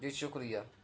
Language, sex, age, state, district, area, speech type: Urdu, male, 45-60, Maharashtra, Nashik, urban, spontaneous